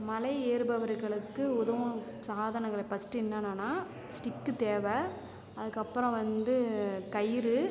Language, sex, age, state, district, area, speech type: Tamil, female, 45-60, Tamil Nadu, Cuddalore, rural, spontaneous